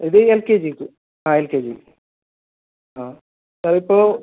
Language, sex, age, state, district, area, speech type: Malayalam, male, 18-30, Kerala, Kasaragod, rural, conversation